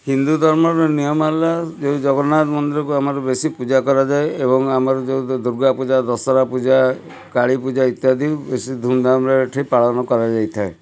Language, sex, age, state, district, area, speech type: Odia, male, 45-60, Odisha, Cuttack, urban, spontaneous